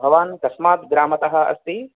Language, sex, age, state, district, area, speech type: Sanskrit, male, 30-45, Telangana, Nizamabad, urban, conversation